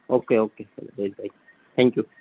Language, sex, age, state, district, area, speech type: Gujarati, male, 18-30, Gujarat, Morbi, urban, conversation